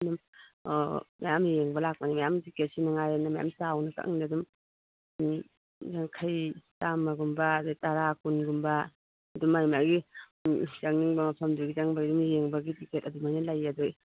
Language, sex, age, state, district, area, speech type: Manipuri, female, 45-60, Manipur, Churachandpur, urban, conversation